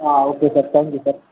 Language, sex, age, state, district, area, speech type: Telugu, male, 30-45, Andhra Pradesh, Srikakulam, urban, conversation